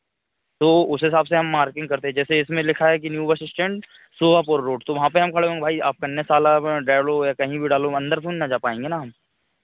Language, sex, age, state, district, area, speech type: Hindi, male, 30-45, Madhya Pradesh, Hoshangabad, rural, conversation